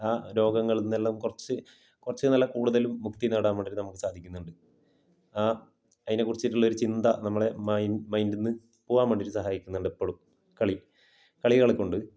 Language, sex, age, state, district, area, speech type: Malayalam, male, 30-45, Kerala, Kasaragod, rural, spontaneous